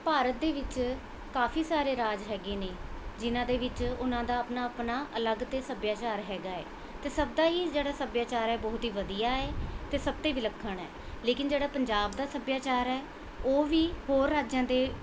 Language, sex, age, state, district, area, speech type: Punjabi, female, 30-45, Punjab, Mohali, urban, spontaneous